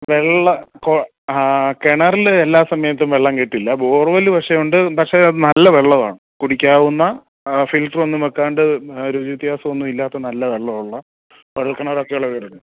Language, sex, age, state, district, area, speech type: Malayalam, male, 30-45, Kerala, Idukki, rural, conversation